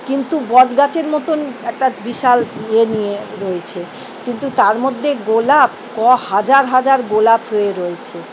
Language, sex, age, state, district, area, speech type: Bengali, female, 60+, West Bengal, Kolkata, urban, spontaneous